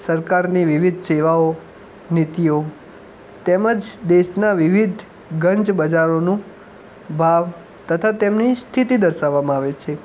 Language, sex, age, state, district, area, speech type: Gujarati, male, 18-30, Gujarat, Ahmedabad, urban, spontaneous